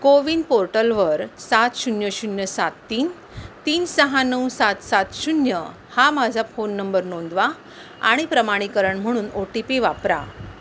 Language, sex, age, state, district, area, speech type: Marathi, female, 30-45, Maharashtra, Mumbai Suburban, urban, read